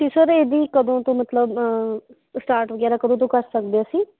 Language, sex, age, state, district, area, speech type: Punjabi, female, 18-30, Punjab, Ludhiana, rural, conversation